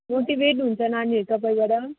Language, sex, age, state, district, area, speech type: Nepali, female, 30-45, West Bengal, Alipurduar, urban, conversation